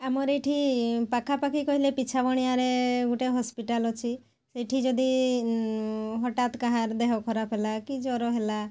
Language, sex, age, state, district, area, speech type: Odia, female, 45-60, Odisha, Mayurbhanj, rural, spontaneous